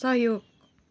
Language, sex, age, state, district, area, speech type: Nepali, female, 30-45, West Bengal, Jalpaiguri, urban, read